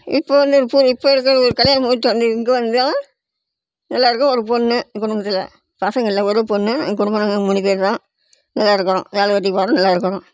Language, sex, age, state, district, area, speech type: Tamil, female, 60+, Tamil Nadu, Namakkal, rural, spontaneous